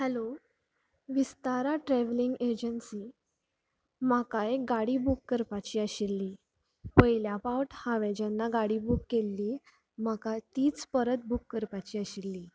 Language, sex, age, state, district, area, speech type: Goan Konkani, female, 18-30, Goa, Canacona, rural, spontaneous